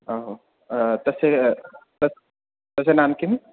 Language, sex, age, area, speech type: Sanskrit, male, 18-30, rural, conversation